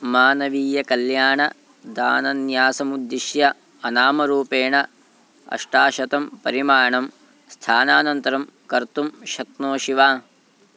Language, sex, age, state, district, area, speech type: Sanskrit, male, 18-30, Karnataka, Haveri, rural, read